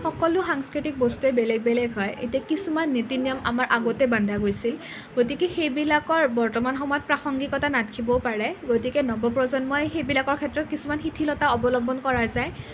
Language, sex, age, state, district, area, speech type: Assamese, other, 18-30, Assam, Nalbari, rural, spontaneous